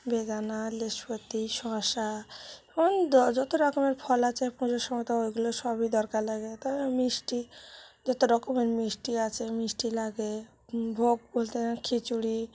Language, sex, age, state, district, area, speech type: Bengali, female, 30-45, West Bengal, Cooch Behar, urban, spontaneous